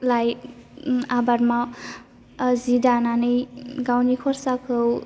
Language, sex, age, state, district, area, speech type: Bodo, female, 18-30, Assam, Baksa, rural, spontaneous